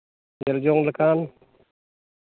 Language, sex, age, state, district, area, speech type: Santali, male, 45-60, West Bengal, Malda, rural, conversation